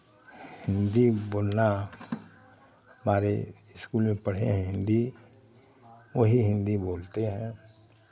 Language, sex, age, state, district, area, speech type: Hindi, male, 60+, Uttar Pradesh, Chandauli, rural, spontaneous